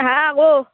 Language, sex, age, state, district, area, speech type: Assamese, female, 18-30, Assam, Barpeta, rural, conversation